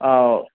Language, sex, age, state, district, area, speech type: Malayalam, male, 18-30, Kerala, Idukki, rural, conversation